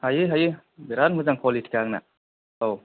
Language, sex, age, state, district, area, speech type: Bodo, male, 18-30, Assam, Kokrajhar, urban, conversation